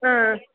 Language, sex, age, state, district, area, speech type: Kannada, female, 30-45, Karnataka, Mandya, rural, conversation